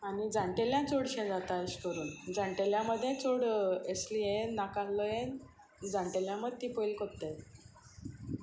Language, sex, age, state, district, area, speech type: Goan Konkani, female, 45-60, Goa, Sanguem, rural, spontaneous